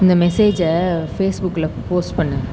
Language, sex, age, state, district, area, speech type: Tamil, female, 18-30, Tamil Nadu, Pudukkottai, urban, read